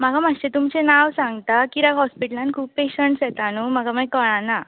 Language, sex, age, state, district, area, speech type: Goan Konkani, female, 18-30, Goa, Bardez, rural, conversation